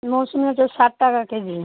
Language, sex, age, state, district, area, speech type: Bengali, female, 30-45, West Bengal, Malda, urban, conversation